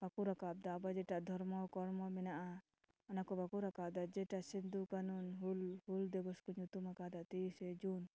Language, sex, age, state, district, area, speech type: Santali, female, 30-45, West Bengal, Dakshin Dinajpur, rural, spontaneous